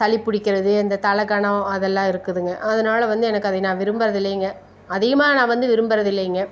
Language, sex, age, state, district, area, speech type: Tamil, female, 45-60, Tamil Nadu, Tiruppur, rural, spontaneous